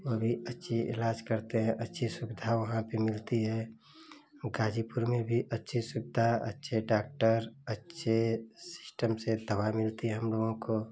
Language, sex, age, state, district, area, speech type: Hindi, male, 30-45, Uttar Pradesh, Ghazipur, urban, spontaneous